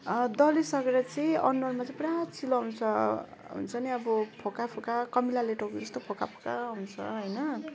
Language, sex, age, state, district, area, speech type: Nepali, female, 18-30, West Bengal, Kalimpong, rural, spontaneous